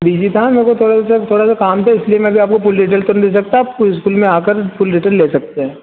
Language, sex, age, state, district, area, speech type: Hindi, male, 18-30, Madhya Pradesh, Harda, urban, conversation